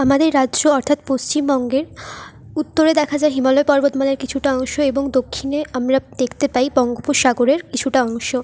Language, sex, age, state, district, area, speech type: Bengali, female, 18-30, West Bengal, Jhargram, rural, spontaneous